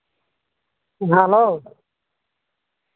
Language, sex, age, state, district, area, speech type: Santali, male, 18-30, Jharkhand, Pakur, rural, conversation